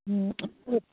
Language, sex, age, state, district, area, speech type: Manipuri, female, 18-30, Manipur, Kangpokpi, rural, conversation